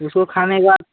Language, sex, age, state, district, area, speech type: Hindi, male, 18-30, Uttar Pradesh, Sonbhadra, rural, conversation